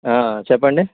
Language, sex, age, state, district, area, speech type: Telugu, male, 45-60, Andhra Pradesh, Vizianagaram, rural, conversation